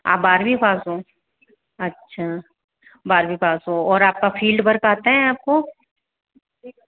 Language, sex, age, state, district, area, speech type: Hindi, female, 18-30, Rajasthan, Jaipur, urban, conversation